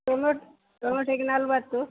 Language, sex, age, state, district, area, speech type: Kannada, female, 60+, Karnataka, Dakshina Kannada, rural, conversation